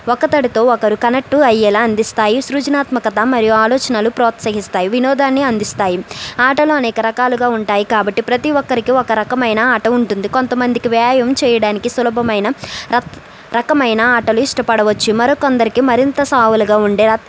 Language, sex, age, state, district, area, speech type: Telugu, female, 30-45, Andhra Pradesh, East Godavari, rural, spontaneous